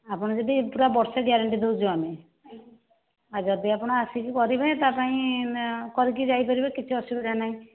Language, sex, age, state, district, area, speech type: Odia, female, 60+, Odisha, Jajpur, rural, conversation